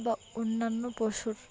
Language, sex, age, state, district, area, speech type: Bengali, female, 18-30, West Bengal, Dakshin Dinajpur, urban, spontaneous